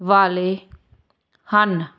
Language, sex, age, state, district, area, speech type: Punjabi, female, 18-30, Punjab, Hoshiarpur, rural, spontaneous